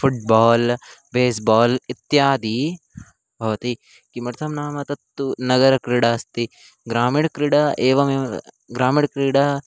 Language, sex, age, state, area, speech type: Sanskrit, male, 18-30, Chhattisgarh, urban, spontaneous